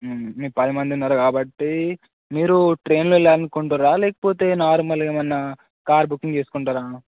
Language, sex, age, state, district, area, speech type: Telugu, male, 18-30, Telangana, Nagarkurnool, urban, conversation